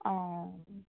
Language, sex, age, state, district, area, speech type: Assamese, female, 30-45, Assam, Tinsukia, urban, conversation